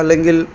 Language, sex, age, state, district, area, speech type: Malayalam, male, 18-30, Kerala, Pathanamthitta, urban, spontaneous